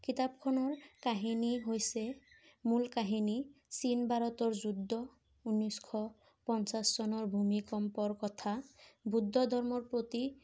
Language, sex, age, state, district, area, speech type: Assamese, female, 18-30, Assam, Sonitpur, rural, spontaneous